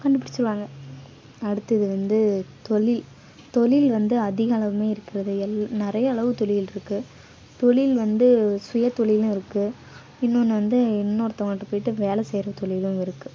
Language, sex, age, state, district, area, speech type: Tamil, female, 18-30, Tamil Nadu, Kallakurichi, urban, spontaneous